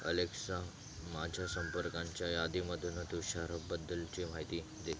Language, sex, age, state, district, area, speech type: Marathi, male, 18-30, Maharashtra, Thane, rural, read